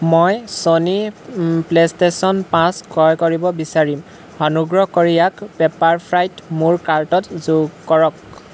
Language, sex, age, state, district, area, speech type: Assamese, male, 18-30, Assam, Golaghat, rural, read